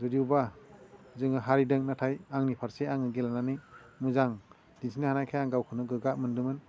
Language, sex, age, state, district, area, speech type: Bodo, male, 45-60, Assam, Udalguri, urban, spontaneous